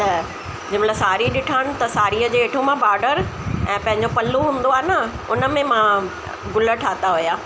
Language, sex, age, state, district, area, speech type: Sindhi, female, 45-60, Delhi, South Delhi, urban, spontaneous